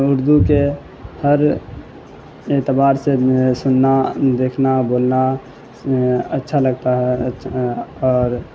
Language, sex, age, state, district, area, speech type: Urdu, male, 18-30, Bihar, Saharsa, rural, spontaneous